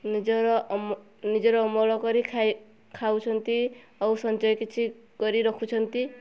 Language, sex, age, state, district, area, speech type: Odia, female, 18-30, Odisha, Mayurbhanj, rural, spontaneous